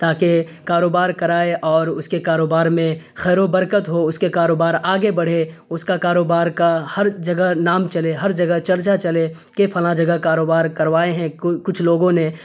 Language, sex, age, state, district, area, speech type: Urdu, male, 30-45, Bihar, Darbhanga, rural, spontaneous